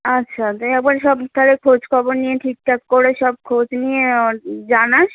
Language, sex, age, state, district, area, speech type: Bengali, female, 18-30, West Bengal, Darjeeling, rural, conversation